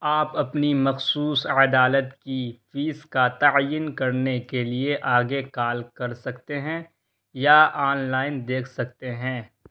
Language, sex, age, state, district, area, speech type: Urdu, male, 30-45, Bihar, Darbhanga, rural, read